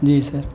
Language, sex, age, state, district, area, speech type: Urdu, male, 18-30, Uttar Pradesh, Muzaffarnagar, urban, spontaneous